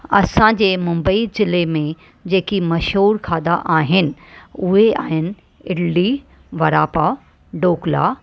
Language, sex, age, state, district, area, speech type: Sindhi, female, 45-60, Maharashtra, Mumbai Suburban, urban, spontaneous